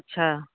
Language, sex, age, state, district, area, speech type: Hindi, female, 45-60, Bihar, Darbhanga, rural, conversation